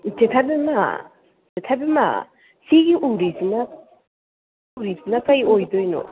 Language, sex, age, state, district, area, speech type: Manipuri, female, 60+, Manipur, Imphal West, urban, conversation